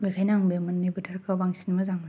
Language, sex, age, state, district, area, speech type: Bodo, female, 18-30, Assam, Kokrajhar, rural, spontaneous